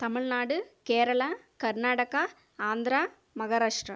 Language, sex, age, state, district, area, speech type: Tamil, female, 30-45, Tamil Nadu, Viluppuram, urban, spontaneous